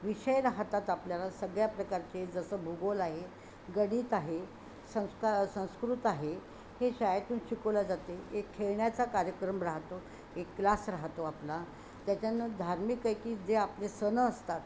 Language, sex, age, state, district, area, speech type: Marathi, female, 60+, Maharashtra, Yavatmal, urban, spontaneous